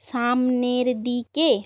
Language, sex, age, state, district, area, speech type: Bengali, female, 45-60, West Bengal, Jhargram, rural, read